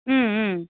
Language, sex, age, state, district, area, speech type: Tamil, female, 30-45, Tamil Nadu, Tirupattur, rural, conversation